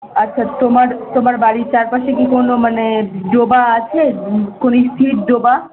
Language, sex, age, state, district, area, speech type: Bengali, female, 18-30, West Bengal, Malda, urban, conversation